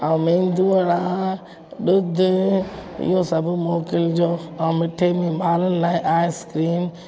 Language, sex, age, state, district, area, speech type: Sindhi, female, 45-60, Gujarat, Junagadh, rural, spontaneous